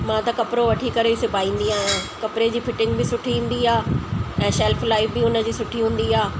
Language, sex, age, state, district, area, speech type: Sindhi, female, 45-60, Delhi, South Delhi, urban, spontaneous